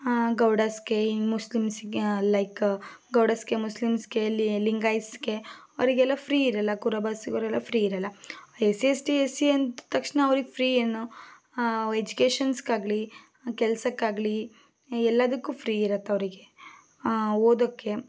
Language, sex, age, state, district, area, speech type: Kannada, female, 18-30, Karnataka, Shimoga, rural, spontaneous